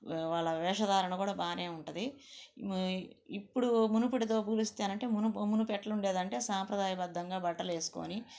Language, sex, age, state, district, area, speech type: Telugu, female, 45-60, Andhra Pradesh, Nellore, rural, spontaneous